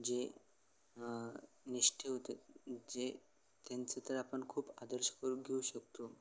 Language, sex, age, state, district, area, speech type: Marathi, male, 18-30, Maharashtra, Sangli, rural, spontaneous